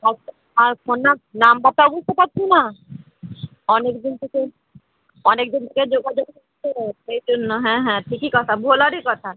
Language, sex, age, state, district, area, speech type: Bengali, female, 30-45, West Bengal, Murshidabad, rural, conversation